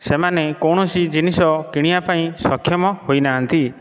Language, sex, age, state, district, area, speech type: Odia, male, 30-45, Odisha, Dhenkanal, rural, spontaneous